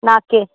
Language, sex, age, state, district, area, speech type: Kannada, female, 18-30, Karnataka, Uttara Kannada, rural, conversation